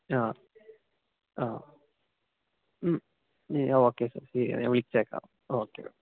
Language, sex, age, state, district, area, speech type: Malayalam, male, 18-30, Kerala, Idukki, rural, conversation